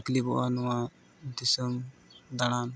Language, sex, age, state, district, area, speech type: Santali, male, 18-30, Jharkhand, Pakur, rural, spontaneous